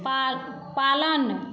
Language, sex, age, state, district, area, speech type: Maithili, female, 18-30, Bihar, Madhepura, rural, read